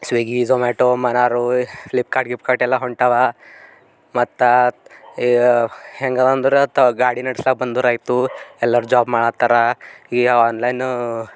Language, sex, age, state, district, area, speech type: Kannada, male, 18-30, Karnataka, Bidar, urban, spontaneous